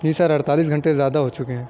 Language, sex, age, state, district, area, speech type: Urdu, male, 18-30, Delhi, South Delhi, urban, spontaneous